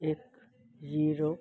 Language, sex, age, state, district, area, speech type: Punjabi, female, 60+, Punjab, Fazilka, rural, read